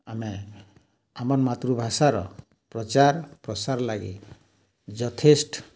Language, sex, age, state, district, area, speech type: Odia, male, 45-60, Odisha, Bargarh, urban, spontaneous